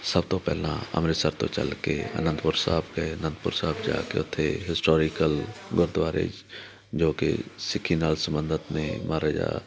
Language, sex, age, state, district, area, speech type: Punjabi, male, 45-60, Punjab, Amritsar, urban, spontaneous